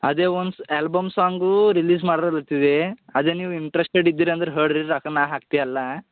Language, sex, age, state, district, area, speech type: Kannada, male, 18-30, Karnataka, Bidar, urban, conversation